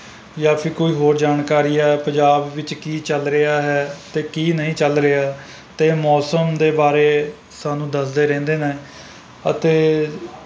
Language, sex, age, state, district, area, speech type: Punjabi, male, 30-45, Punjab, Rupnagar, rural, spontaneous